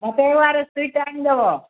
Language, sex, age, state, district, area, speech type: Odia, female, 60+, Odisha, Angul, rural, conversation